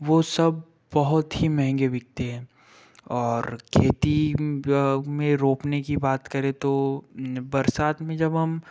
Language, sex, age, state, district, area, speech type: Hindi, male, 30-45, Madhya Pradesh, Betul, urban, spontaneous